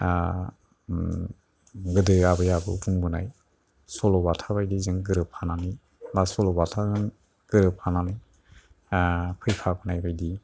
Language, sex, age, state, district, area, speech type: Bodo, male, 45-60, Assam, Kokrajhar, urban, spontaneous